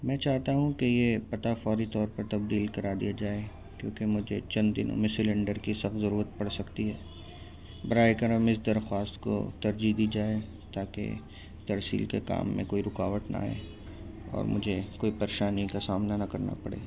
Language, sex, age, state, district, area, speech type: Urdu, male, 18-30, Delhi, North East Delhi, urban, spontaneous